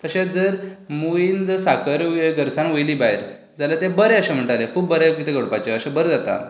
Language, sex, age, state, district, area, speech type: Goan Konkani, male, 18-30, Goa, Canacona, rural, spontaneous